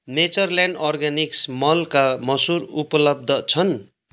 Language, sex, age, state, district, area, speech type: Nepali, male, 30-45, West Bengal, Kalimpong, rural, read